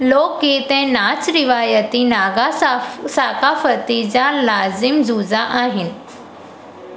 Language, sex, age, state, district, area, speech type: Sindhi, female, 18-30, Gujarat, Surat, urban, read